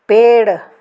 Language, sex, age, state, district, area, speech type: Hindi, female, 60+, Madhya Pradesh, Gwalior, rural, read